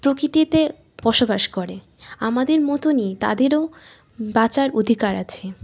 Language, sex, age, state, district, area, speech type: Bengali, female, 18-30, West Bengal, Birbhum, urban, spontaneous